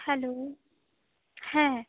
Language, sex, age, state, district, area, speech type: Bengali, female, 30-45, West Bengal, Alipurduar, rural, conversation